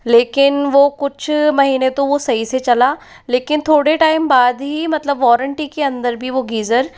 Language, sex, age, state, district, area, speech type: Hindi, male, 18-30, Rajasthan, Jaipur, urban, spontaneous